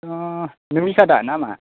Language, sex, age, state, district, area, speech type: Bodo, male, 30-45, Assam, Kokrajhar, rural, conversation